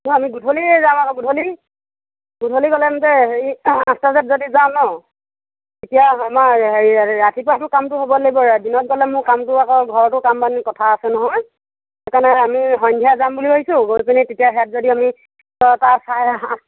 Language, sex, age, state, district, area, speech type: Assamese, female, 45-60, Assam, Sivasagar, rural, conversation